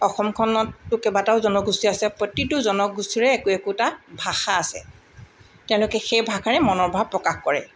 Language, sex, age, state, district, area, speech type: Assamese, female, 60+, Assam, Tinsukia, urban, spontaneous